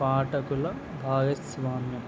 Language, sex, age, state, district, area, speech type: Telugu, male, 18-30, Andhra Pradesh, Nandyal, urban, spontaneous